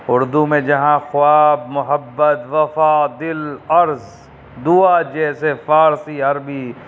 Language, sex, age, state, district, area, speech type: Urdu, male, 30-45, Uttar Pradesh, Rampur, urban, spontaneous